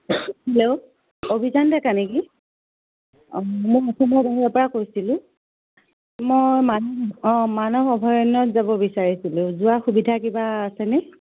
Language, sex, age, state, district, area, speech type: Assamese, female, 45-60, Assam, Biswanath, rural, conversation